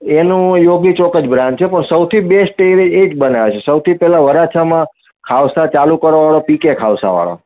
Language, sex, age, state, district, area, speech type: Gujarati, male, 30-45, Gujarat, Surat, urban, conversation